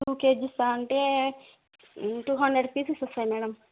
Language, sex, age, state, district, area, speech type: Telugu, female, 18-30, Andhra Pradesh, Nellore, rural, conversation